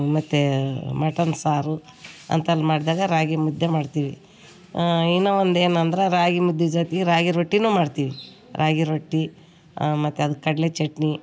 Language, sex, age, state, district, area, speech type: Kannada, female, 60+, Karnataka, Vijayanagara, rural, spontaneous